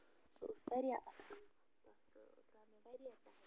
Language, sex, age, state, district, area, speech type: Kashmiri, female, 30-45, Jammu and Kashmir, Bandipora, rural, spontaneous